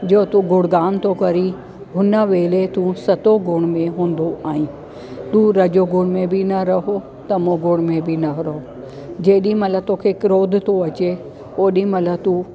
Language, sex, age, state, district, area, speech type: Sindhi, female, 45-60, Delhi, South Delhi, urban, spontaneous